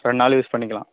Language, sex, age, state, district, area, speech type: Tamil, male, 18-30, Tamil Nadu, Kallakurichi, rural, conversation